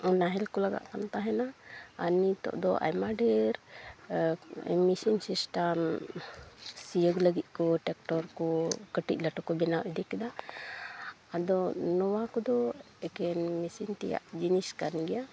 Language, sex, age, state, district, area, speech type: Santali, female, 30-45, West Bengal, Uttar Dinajpur, rural, spontaneous